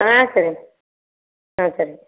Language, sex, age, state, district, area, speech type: Tamil, female, 60+, Tamil Nadu, Erode, rural, conversation